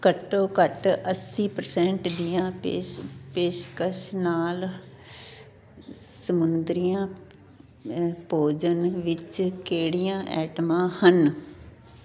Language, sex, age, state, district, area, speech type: Punjabi, female, 60+, Punjab, Fazilka, rural, read